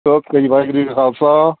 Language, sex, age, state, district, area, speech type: Punjabi, male, 30-45, Punjab, Ludhiana, rural, conversation